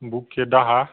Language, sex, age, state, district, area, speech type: Marathi, male, 30-45, Maharashtra, Osmanabad, rural, conversation